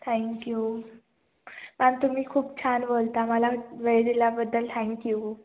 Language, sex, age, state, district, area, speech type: Marathi, female, 18-30, Maharashtra, Ratnagiri, rural, conversation